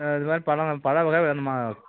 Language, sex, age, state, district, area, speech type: Tamil, male, 60+, Tamil Nadu, Kallakurichi, rural, conversation